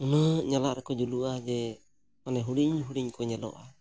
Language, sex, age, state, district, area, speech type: Santali, male, 45-60, Odisha, Mayurbhanj, rural, spontaneous